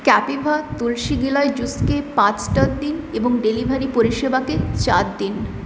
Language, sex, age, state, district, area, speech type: Bengali, female, 18-30, West Bengal, Purulia, urban, read